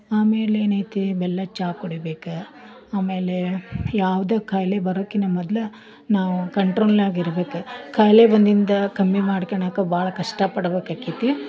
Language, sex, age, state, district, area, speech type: Kannada, female, 30-45, Karnataka, Dharwad, urban, spontaneous